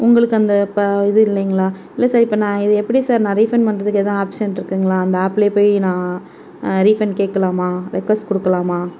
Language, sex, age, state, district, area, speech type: Tamil, female, 60+, Tamil Nadu, Mayiladuthurai, rural, spontaneous